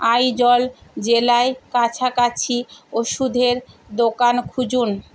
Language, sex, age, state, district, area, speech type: Bengali, female, 60+, West Bengal, Purba Medinipur, rural, read